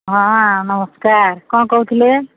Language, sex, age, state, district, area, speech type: Odia, female, 45-60, Odisha, Sambalpur, rural, conversation